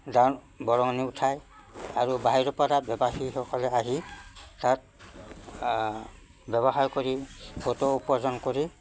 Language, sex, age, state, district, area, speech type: Assamese, male, 60+, Assam, Udalguri, rural, spontaneous